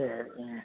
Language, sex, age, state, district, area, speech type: Tamil, male, 45-60, Tamil Nadu, Namakkal, rural, conversation